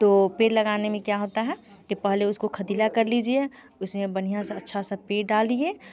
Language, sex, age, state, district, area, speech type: Hindi, female, 30-45, Bihar, Muzaffarpur, urban, spontaneous